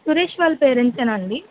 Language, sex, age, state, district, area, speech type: Telugu, female, 60+, Andhra Pradesh, West Godavari, rural, conversation